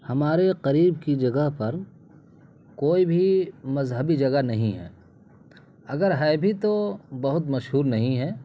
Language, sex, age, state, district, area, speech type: Urdu, male, 30-45, Bihar, Purnia, rural, spontaneous